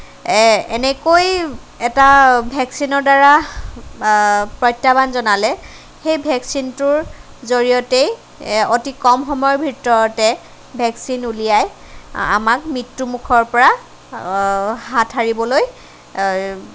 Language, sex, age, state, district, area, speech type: Assamese, female, 30-45, Assam, Kamrup Metropolitan, urban, spontaneous